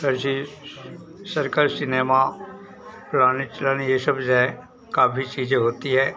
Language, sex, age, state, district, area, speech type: Hindi, male, 45-60, Bihar, Madhepura, rural, spontaneous